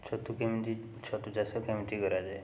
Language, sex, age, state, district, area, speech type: Odia, male, 30-45, Odisha, Puri, urban, spontaneous